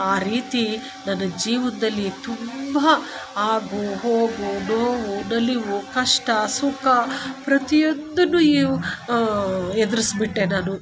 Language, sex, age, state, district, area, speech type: Kannada, female, 45-60, Karnataka, Bangalore Urban, urban, spontaneous